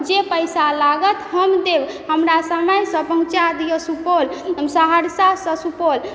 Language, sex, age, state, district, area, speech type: Maithili, female, 18-30, Bihar, Supaul, rural, spontaneous